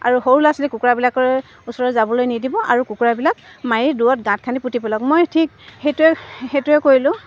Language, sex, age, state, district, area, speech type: Assamese, female, 45-60, Assam, Dibrugarh, rural, spontaneous